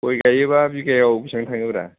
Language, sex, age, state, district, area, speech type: Bodo, male, 60+, Assam, Chirang, urban, conversation